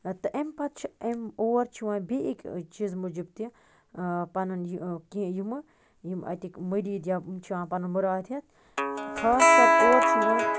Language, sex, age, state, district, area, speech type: Kashmiri, female, 30-45, Jammu and Kashmir, Baramulla, rural, spontaneous